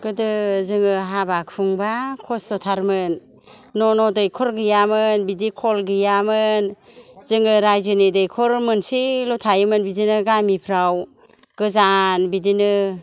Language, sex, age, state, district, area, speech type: Bodo, female, 60+, Assam, Kokrajhar, rural, spontaneous